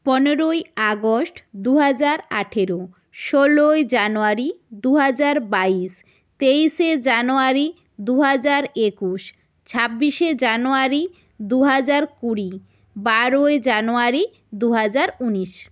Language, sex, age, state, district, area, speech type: Bengali, female, 30-45, West Bengal, North 24 Parganas, rural, spontaneous